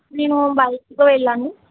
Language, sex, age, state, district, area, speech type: Telugu, female, 18-30, Andhra Pradesh, Eluru, rural, conversation